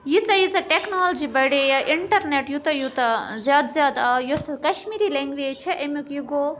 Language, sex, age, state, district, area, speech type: Kashmiri, female, 30-45, Jammu and Kashmir, Budgam, rural, spontaneous